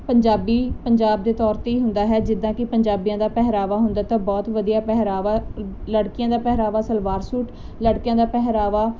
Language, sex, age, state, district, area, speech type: Punjabi, female, 18-30, Punjab, Muktsar, urban, spontaneous